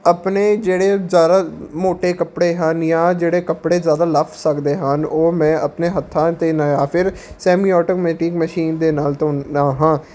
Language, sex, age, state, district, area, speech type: Punjabi, male, 18-30, Punjab, Patiala, urban, spontaneous